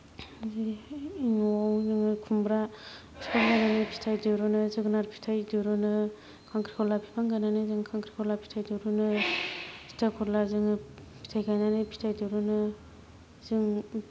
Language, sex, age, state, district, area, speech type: Bodo, female, 30-45, Assam, Kokrajhar, rural, spontaneous